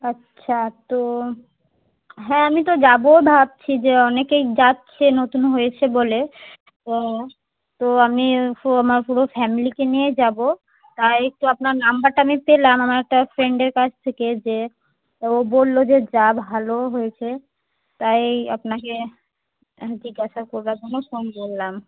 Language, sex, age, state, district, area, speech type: Bengali, female, 18-30, West Bengal, Murshidabad, urban, conversation